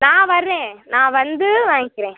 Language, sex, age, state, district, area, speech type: Tamil, female, 18-30, Tamil Nadu, Madurai, rural, conversation